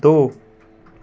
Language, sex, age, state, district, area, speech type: Hindi, male, 30-45, Madhya Pradesh, Bhopal, urban, read